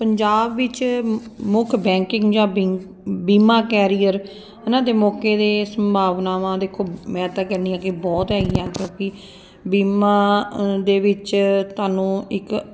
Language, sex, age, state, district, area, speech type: Punjabi, female, 45-60, Punjab, Ludhiana, urban, spontaneous